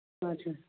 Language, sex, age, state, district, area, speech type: Nepali, female, 60+, West Bengal, Darjeeling, rural, conversation